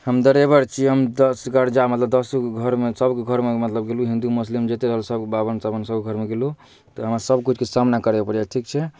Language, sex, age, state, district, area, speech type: Maithili, male, 18-30, Bihar, Darbhanga, rural, spontaneous